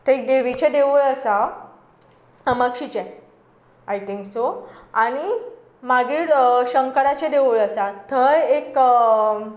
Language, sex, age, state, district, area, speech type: Goan Konkani, female, 18-30, Goa, Tiswadi, rural, spontaneous